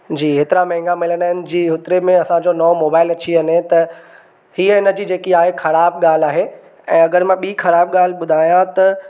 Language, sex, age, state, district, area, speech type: Sindhi, male, 18-30, Maharashtra, Thane, urban, spontaneous